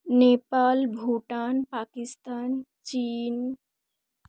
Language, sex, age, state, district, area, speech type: Bengali, female, 18-30, West Bengal, Dakshin Dinajpur, urban, spontaneous